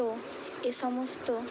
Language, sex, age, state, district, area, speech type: Bengali, female, 18-30, West Bengal, Hooghly, urban, spontaneous